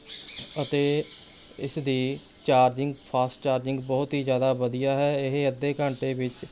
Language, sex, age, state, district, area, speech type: Punjabi, male, 18-30, Punjab, Rupnagar, urban, spontaneous